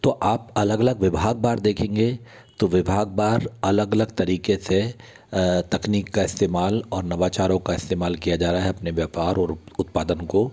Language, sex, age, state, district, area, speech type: Hindi, male, 60+, Madhya Pradesh, Bhopal, urban, spontaneous